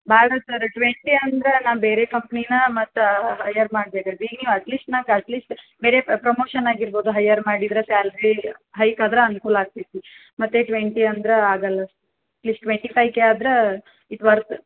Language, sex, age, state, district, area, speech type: Kannada, female, 18-30, Karnataka, Dharwad, rural, conversation